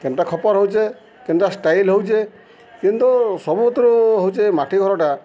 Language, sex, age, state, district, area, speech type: Odia, male, 45-60, Odisha, Subarnapur, urban, spontaneous